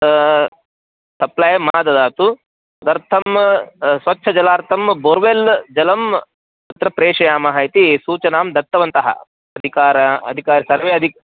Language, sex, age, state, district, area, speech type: Sanskrit, male, 30-45, Karnataka, Vijayapura, urban, conversation